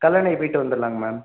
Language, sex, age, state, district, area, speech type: Tamil, male, 18-30, Tamil Nadu, Ariyalur, rural, conversation